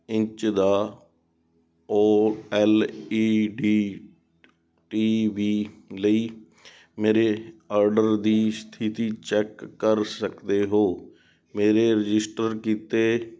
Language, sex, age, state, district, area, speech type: Punjabi, male, 18-30, Punjab, Sangrur, urban, read